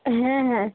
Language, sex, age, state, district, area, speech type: Bengali, female, 18-30, West Bengal, South 24 Parganas, rural, conversation